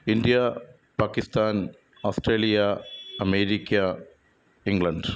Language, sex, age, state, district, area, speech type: Malayalam, male, 30-45, Kerala, Ernakulam, rural, spontaneous